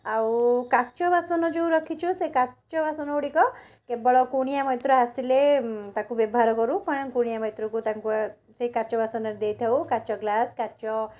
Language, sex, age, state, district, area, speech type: Odia, female, 30-45, Odisha, Cuttack, urban, spontaneous